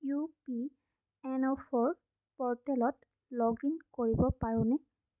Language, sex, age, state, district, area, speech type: Assamese, female, 18-30, Assam, Sonitpur, rural, read